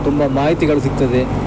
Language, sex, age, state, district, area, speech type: Kannada, male, 30-45, Karnataka, Dakshina Kannada, rural, spontaneous